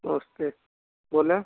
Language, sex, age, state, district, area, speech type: Hindi, male, 60+, Uttar Pradesh, Ayodhya, rural, conversation